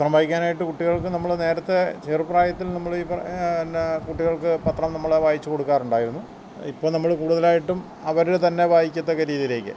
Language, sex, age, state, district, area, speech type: Malayalam, male, 60+, Kerala, Kottayam, rural, spontaneous